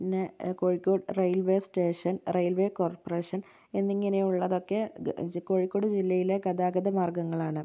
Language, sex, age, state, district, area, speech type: Malayalam, female, 18-30, Kerala, Kozhikode, urban, spontaneous